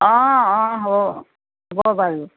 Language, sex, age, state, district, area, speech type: Assamese, female, 60+, Assam, Golaghat, urban, conversation